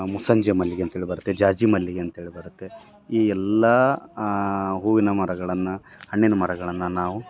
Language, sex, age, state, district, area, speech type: Kannada, male, 30-45, Karnataka, Bellary, rural, spontaneous